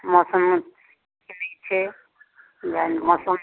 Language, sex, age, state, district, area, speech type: Maithili, female, 30-45, Bihar, Darbhanga, rural, conversation